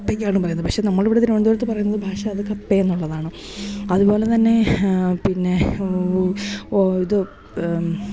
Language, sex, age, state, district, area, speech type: Malayalam, female, 30-45, Kerala, Thiruvananthapuram, urban, spontaneous